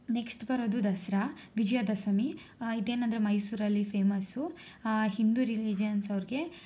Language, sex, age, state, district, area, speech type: Kannada, female, 18-30, Karnataka, Tumkur, urban, spontaneous